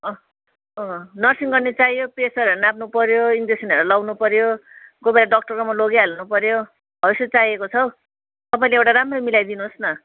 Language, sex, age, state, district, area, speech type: Nepali, female, 60+, West Bengal, Kalimpong, rural, conversation